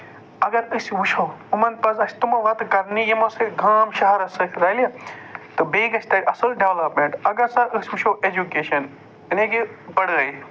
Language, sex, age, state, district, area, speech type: Kashmiri, male, 45-60, Jammu and Kashmir, Budgam, urban, spontaneous